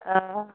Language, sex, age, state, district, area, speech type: Maithili, female, 30-45, Bihar, Araria, rural, conversation